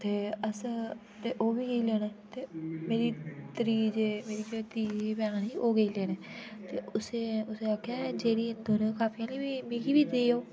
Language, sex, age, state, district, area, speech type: Dogri, female, 18-30, Jammu and Kashmir, Udhampur, urban, spontaneous